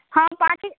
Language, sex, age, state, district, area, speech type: Hindi, female, 18-30, Bihar, Samastipur, urban, conversation